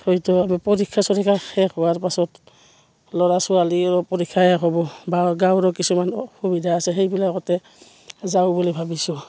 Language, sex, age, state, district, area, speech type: Assamese, female, 45-60, Assam, Udalguri, rural, spontaneous